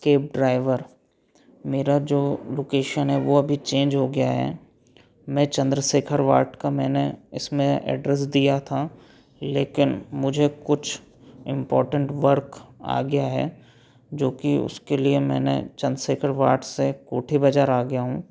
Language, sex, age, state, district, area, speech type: Hindi, male, 30-45, Madhya Pradesh, Betul, urban, spontaneous